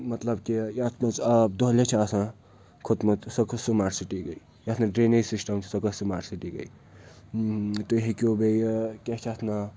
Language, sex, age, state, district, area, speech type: Kashmiri, male, 18-30, Jammu and Kashmir, Srinagar, urban, spontaneous